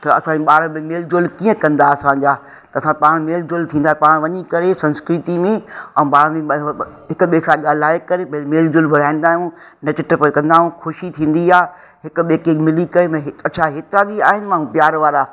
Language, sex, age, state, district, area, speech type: Sindhi, female, 60+, Uttar Pradesh, Lucknow, urban, spontaneous